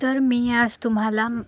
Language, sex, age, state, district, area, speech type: Marathi, female, 18-30, Maharashtra, Akola, rural, spontaneous